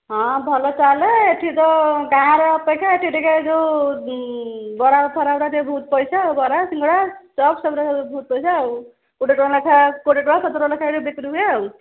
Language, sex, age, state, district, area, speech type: Odia, female, 45-60, Odisha, Angul, rural, conversation